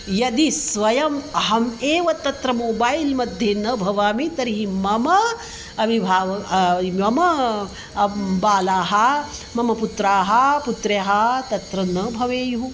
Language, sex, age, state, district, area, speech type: Sanskrit, female, 45-60, Maharashtra, Nagpur, urban, spontaneous